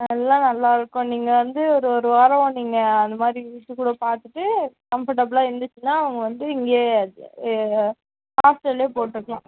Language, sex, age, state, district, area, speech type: Tamil, female, 30-45, Tamil Nadu, Mayiladuthurai, rural, conversation